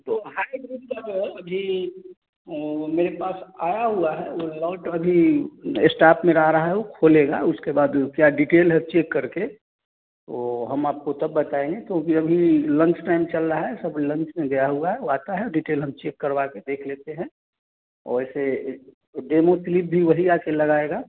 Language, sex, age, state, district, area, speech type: Hindi, male, 30-45, Bihar, Samastipur, rural, conversation